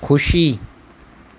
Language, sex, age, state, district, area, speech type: Gujarati, male, 30-45, Gujarat, Ahmedabad, urban, read